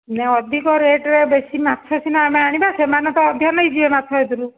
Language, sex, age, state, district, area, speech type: Odia, female, 45-60, Odisha, Dhenkanal, rural, conversation